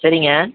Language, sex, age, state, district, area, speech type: Tamil, male, 18-30, Tamil Nadu, Madurai, rural, conversation